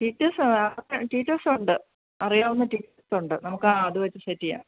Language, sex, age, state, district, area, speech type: Malayalam, female, 45-60, Kerala, Pathanamthitta, rural, conversation